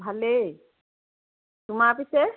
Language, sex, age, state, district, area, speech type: Assamese, female, 60+, Assam, Charaideo, urban, conversation